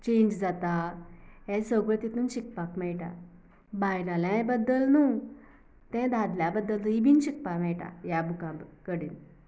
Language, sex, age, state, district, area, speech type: Goan Konkani, female, 18-30, Goa, Canacona, rural, spontaneous